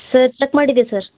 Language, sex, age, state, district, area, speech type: Kannada, female, 30-45, Karnataka, Bidar, urban, conversation